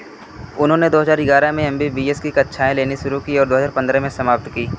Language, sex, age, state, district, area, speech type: Hindi, male, 18-30, Uttar Pradesh, Pratapgarh, urban, read